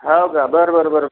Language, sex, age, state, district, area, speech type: Marathi, male, 45-60, Maharashtra, Buldhana, rural, conversation